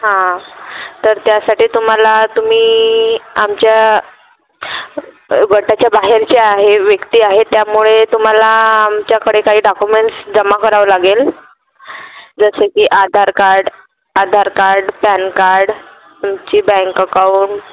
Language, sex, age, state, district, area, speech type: Marathi, female, 30-45, Maharashtra, Wardha, rural, conversation